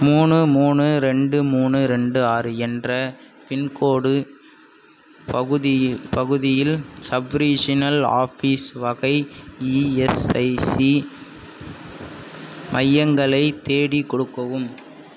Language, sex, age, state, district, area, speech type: Tamil, male, 18-30, Tamil Nadu, Sivaganga, rural, read